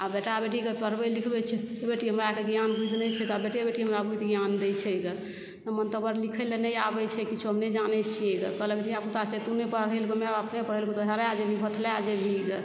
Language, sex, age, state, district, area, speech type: Maithili, female, 60+, Bihar, Supaul, urban, spontaneous